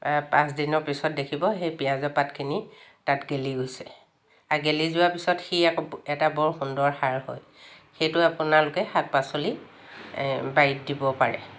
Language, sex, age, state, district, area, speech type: Assamese, female, 60+, Assam, Lakhimpur, urban, spontaneous